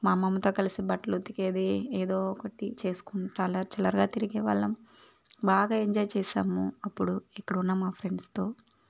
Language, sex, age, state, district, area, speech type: Telugu, female, 18-30, Andhra Pradesh, Sri Balaji, urban, spontaneous